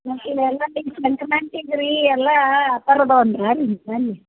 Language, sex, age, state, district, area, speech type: Kannada, female, 30-45, Karnataka, Gadag, rural, conversation